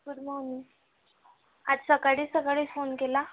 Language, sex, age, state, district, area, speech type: Marathi, female, 18-30, Maharashtra, Amravati, rural, conversation